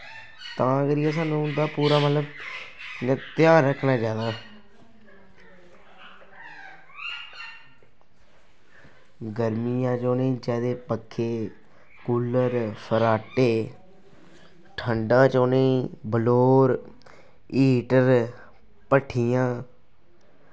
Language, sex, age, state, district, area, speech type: Dogri, male, 18-30, Jammu and Kashmir, Kathua, rural, spontaneous